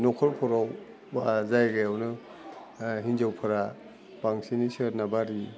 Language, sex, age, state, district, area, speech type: Bodo, male, 60+, Assam, Udalguri, urban, spontaneous